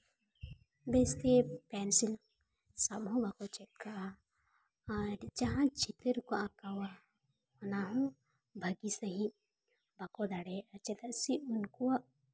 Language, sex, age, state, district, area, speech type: Santali, female, 30-45, Jharkhand, Seraikela Kharsawan, rural, spontaneous